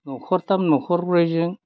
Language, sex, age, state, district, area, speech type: Bodo, male, 60+, Assam, Udalguri, rural, spontaneous